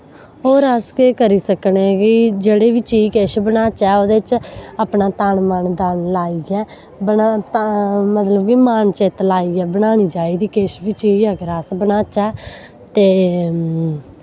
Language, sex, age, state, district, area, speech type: Dogri, female, 18-30, Jammu and Kashmir, Samba, rural, spontaneous